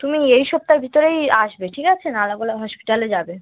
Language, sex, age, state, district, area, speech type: Bengali, female, 18-30, West Bengal, Dakshin Dinajpur, urban, conversation